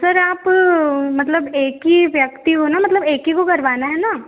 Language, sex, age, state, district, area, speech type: Hindi, female, 18-30, Madhya Pradesh, Betul, rural, conversation